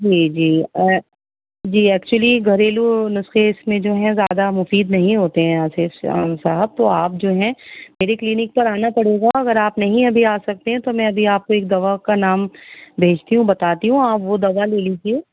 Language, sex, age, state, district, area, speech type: Urdu, female, 30-45, Delhi, South Delhi, rural, conversation